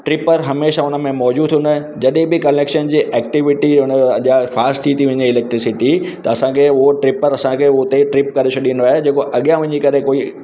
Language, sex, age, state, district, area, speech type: Sindhi, male, 45-60, Maharashtra, Mumbai Suburban, urban, spontaneous